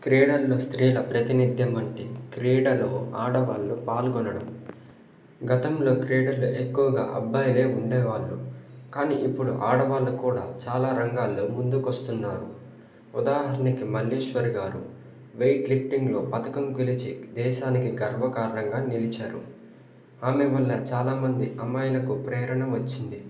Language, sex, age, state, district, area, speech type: Telugu, male, 18-30, Andhra Pradesh, Nandyal, urban, spontaneous